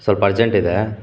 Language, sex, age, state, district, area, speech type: Kannada, male, 18-30, Karnataka, Shimoga, urban, spontaneous